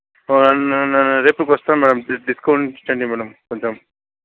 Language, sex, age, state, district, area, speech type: Telugu, female, 60+, Andhra Pradesh, Chittoor, rural, conversation